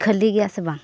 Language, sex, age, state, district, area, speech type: Santali, female, 18-30, Jharkhand, Pakur, rural, spontaneous